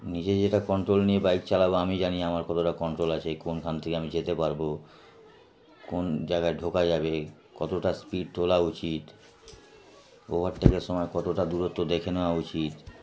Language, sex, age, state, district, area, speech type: Bengali, male, 30-45, West Bengal, Darjeeling, urban, spontaneous